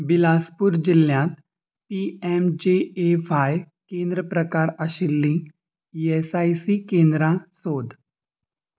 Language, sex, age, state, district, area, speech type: Goan Konkani, male, 18-30, Goa, Ponda, rural, read